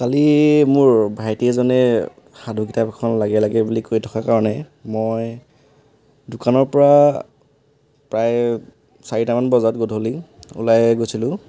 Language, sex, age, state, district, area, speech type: Assamese, male, 18-30, Assam, Tinsukia, urban, spontaneous